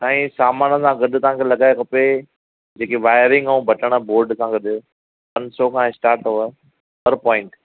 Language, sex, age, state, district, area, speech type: Sindhi, male, 30-45, Maharashtra, Thane, urban, conversation